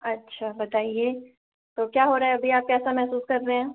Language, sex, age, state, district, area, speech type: Hindi, female, 30-45, Rajasthan, Jaipur, urban, conversation